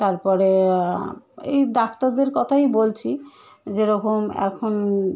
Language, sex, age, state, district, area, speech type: Bengali, female, 30-45, West Bengal, Kolkata, urban, spontaneous